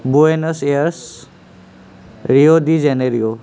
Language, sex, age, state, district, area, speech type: Assamese, male, 30-45, Assam, Nalbari, urban, spontaneous